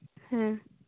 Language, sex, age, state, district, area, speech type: Santali, female, 30-45, West Bengal, Birbhum, rural, conversation